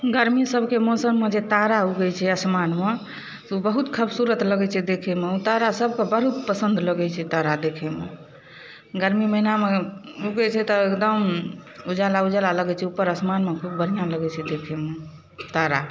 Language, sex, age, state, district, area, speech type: Maithili, female, 30-45, Bihar, Darbhanga, urban, spontaneous